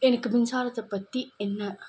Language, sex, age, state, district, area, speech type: Tamil, female, 18-30, Tamil Nadu, Kanchipuram, urban, spontaneous